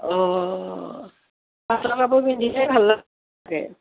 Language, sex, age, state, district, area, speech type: Assamese, female, 60+, Assam, Udalguri, rural, conversation